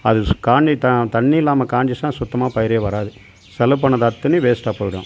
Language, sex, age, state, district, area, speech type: Tamil, male, 45-60, Tamil Nadu, Tiruvannamalai, rural, spontaneous